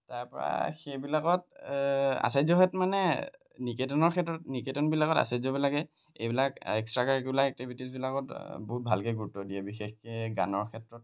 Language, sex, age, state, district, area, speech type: Assamese, male, 18-30, Assam, Lakhimpur, rural, spontaneous